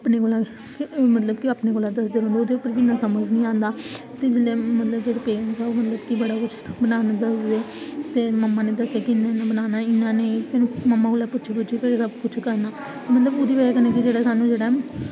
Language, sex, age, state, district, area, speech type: Dogri, female, 18-30, Jammu and Kashmir, Samba, rural, spontaneous